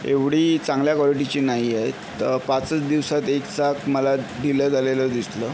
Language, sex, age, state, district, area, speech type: Marathi, male, 30-45, Maharashtra, Yavatmal, urban, spontaneous